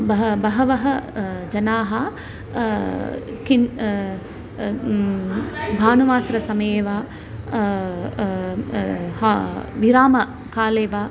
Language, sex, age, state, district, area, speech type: Sanskrit, female, 30-45, Tamil Nadu, Karur, rural, spontaneous